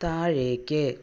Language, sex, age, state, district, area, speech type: Malayalam, female, 45-60, Kerala, Palakkad, rural, read